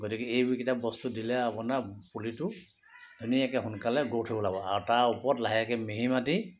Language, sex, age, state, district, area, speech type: Assamese, male, 45-60, Assam, Sivasagar, rural, spontaneous